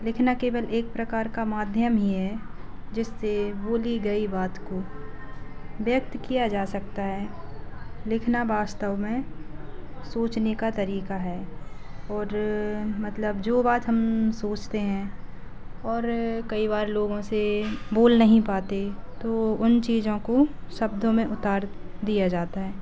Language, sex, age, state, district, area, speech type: Hindi, female, 18-30, Madhya Pradesh, Narsinghpur, rural, spontaneous